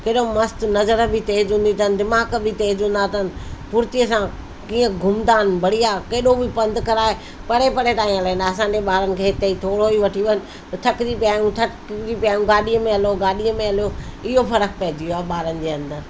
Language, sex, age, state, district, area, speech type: Sindhi, female, 45-60, Delhi, South Delhi, urban, spontaneous